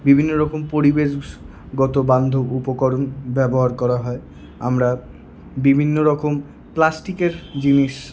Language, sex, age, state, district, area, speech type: Bengali, male, 18-30, West Bengal, Paschim Bardhaman, urban, spontaneous